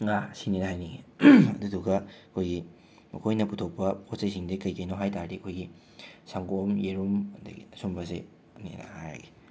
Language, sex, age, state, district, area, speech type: Manipuri, male, 30-45, Manipur, Imphal West, urban, spontaneous